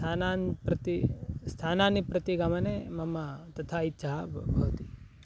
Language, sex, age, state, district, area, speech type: Sanskrit, male, 18-30, Karnataka, Chikkaballapur, rural, spontaneous